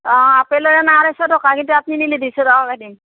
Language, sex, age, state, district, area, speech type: Assamese, female, 60+, Assam, Morigaon, rural, conversation